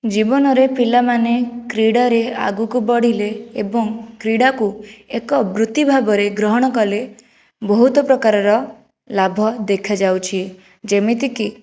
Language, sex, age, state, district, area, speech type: Odia, female, 30-45, Odisha, Jajpur, rural, spontaneous